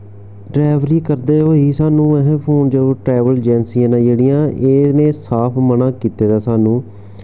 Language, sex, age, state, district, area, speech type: Dogri, male, 30-45, Jammu and Kashmir, Samba, urban, spontaneous